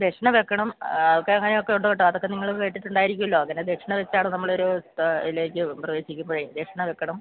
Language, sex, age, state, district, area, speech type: Malayalam, female, 60+, Kerala, Idukki, rural, conversation